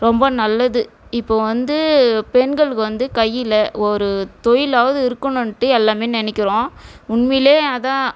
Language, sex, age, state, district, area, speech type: Tamil, female, 45-60, Tamil Nadu, Tiruvannamalai, rural, spontaneous